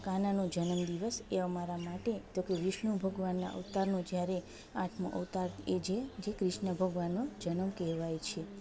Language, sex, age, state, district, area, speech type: Gujarati, female, 30-45, Gujarat, Junagadh, rural, spontaneous